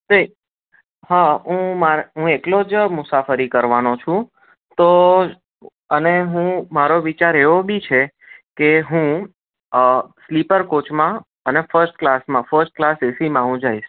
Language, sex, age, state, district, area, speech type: Gujarati, male, 18-30, Gujarat, Anand, urban, conversation